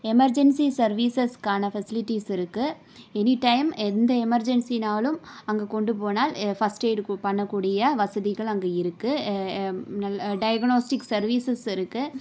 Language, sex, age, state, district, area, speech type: Tamil, female, 18-30, Tamil Nadu, Sivaganga, rural, spontaneous